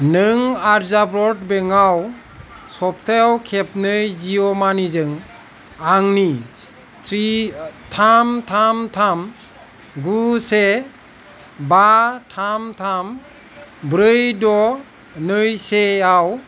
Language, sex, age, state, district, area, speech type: Bodo, male, 45-60, Assam, Kokrajhar, rural, read